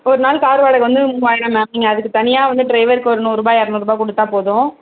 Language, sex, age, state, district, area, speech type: Tamil, female, 30-45, Tamil Nadu, Mayiladuthurai, rural, conversation